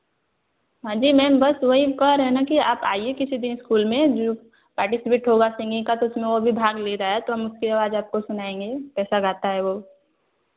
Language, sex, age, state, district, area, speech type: Hindi, female, 18-30, Uttar Pradesh, Varanasi, urban, conversation